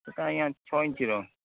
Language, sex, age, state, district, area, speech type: Odia, male, 18-30, Odisha, Nuapada, urban, conversation